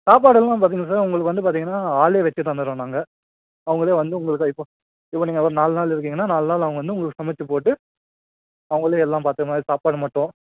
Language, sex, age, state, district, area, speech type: Tamil, male, 18-30, Tamil Nadu, Krishnagiri, rural, conversation